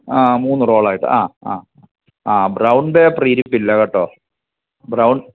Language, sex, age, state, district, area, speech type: Malayalam, male, 45-60, Kerala, Pathanamthitta, rural, conversation